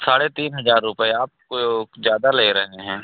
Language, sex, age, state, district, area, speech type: Hindi, male, 18-30, Uttar Pradesh, Pratapgarh, rural, conversation